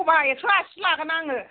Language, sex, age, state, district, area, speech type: Bodo, female, 60+, Assam, Kokrajhar, urban, conversation